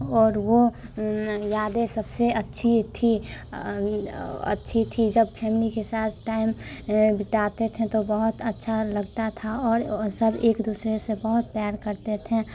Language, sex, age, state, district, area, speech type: Hindi, female, 18-30, Bihar, Muzaffarpur, rural, spontaneous